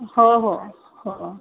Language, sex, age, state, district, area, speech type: Marathi, female, 30-45, Maharashtra, Yavatmal, rural, conversation